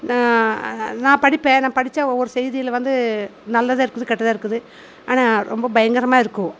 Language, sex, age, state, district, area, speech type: Tamil, female, 45-60, Tamil Nadu, Coimbatore, rural, spontaneous